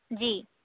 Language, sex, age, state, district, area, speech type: Hindi, female, 30-45, Madhya Pradesh, Chhindwara, urban, conversation